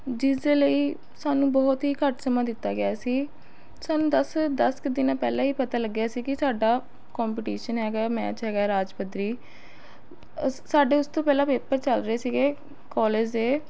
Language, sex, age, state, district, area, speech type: Punjabi, female, 18-30, Punjab, Rupnagar, urban, spontaneous